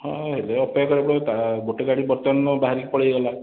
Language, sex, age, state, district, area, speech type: Odia, male, 30-45, Odisha, Khordha, rural, conversation